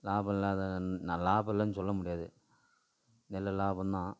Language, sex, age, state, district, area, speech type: Tamil, male, 45-60, Tamil Nadu, Tiruvannamalai, rural, spontaneous